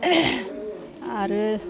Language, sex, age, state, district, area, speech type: Bodo, female, 60+, Assam, Chirang, rural, spontaneous